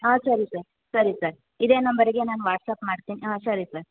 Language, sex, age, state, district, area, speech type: Kannada, female, 18-30, Karnataka, Hassan, rural, conversation